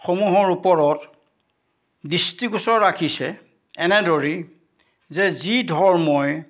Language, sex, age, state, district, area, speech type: Assamese, male, 60+, Assam, Majuli, urban, spontaneous